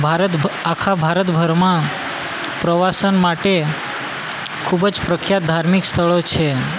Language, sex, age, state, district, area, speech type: Gujarati, male, 18-30, Gujarat, Valsad, rural, spontaneous